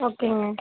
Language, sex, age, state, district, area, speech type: Tamil, female, 18-30, Tamil Nadu, Ariyalur, rural, conversation